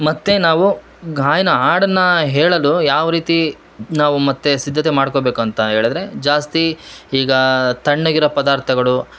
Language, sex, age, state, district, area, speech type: Kannada, male, 30-45, Karnataka, Shimoga, urban, spontaneous